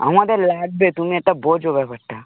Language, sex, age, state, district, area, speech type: Bengali, male, 18-30, West Bengal, Dakshin Dinajpur, urban, conversation